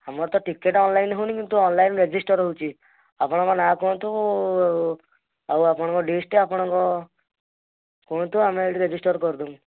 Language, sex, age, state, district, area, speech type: Odia, male, 18-30, Odisha, Kendujhar, urban, conversation